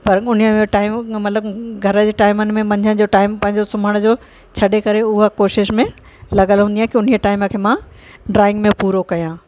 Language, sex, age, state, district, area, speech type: Sindhi, female, 45-60, Uttar Pradesh, Lucknow, urban, spontaneous